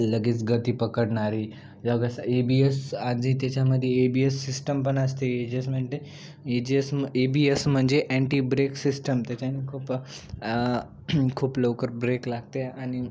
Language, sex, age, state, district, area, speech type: Marathi, male, 18-30, Maharashtra, Nanded, rural, spontaneous